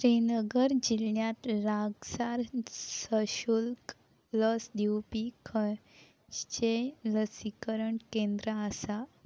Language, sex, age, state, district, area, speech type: Goan Konkani, female, 18-30, Goa, Salcete, rural, read